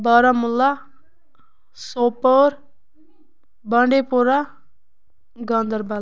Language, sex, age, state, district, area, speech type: Kashmiri, female, 30-45, Jammu and Kashmir, Bandipora, rural, spontaneous